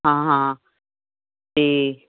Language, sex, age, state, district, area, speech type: Punjabi, female, 60+, Punjab, Muktsar, urban, conversation